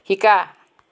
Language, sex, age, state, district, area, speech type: Assamese, female, 60+, Assam, Dhemaji, rural, read